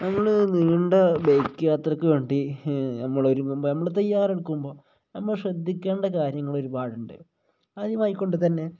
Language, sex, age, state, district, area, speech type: Malayalam, male, 30-45, Kerala, Kozhikode, rural, spontaneous